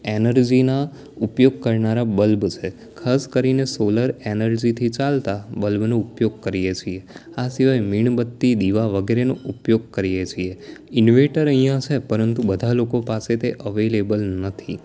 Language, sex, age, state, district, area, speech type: Gujarati, male, 18-30, Gujarat, Anand, urban, spontaneous